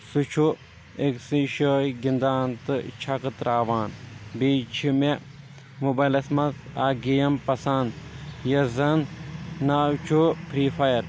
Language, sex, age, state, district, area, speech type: Kashmiri, male, 18-30, Jammu and Kashmir, Shopian, rural, spontaneous